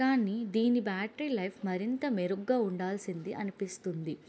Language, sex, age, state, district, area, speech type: Telugu, female, 18-30, Telangana, Adilabad, urban, spontaneous